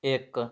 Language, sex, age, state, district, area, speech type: Punjabi, male, 30-45, Punjab, Tarn Taran, rural, read